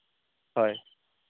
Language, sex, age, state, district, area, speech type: Assamese, male, 45-60, Assam, Golaghat, urban, conversation